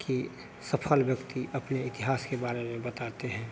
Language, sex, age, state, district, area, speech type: Hindi, male, 30-45, Bihar, Madhepura, rural, spontaneous